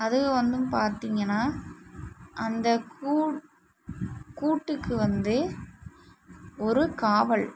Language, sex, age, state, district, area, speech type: Tamil, female, 18-30, Tamil Nadu, Mayiladuthurai, urban, spontaneous